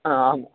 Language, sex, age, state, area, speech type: Sanskrit, male, 18-30, Bihar, rural, conversation